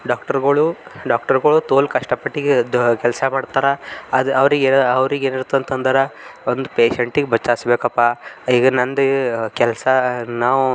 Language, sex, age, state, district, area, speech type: Kannada, male, 18-30, Karnataka, Bidar, urban, spontaneous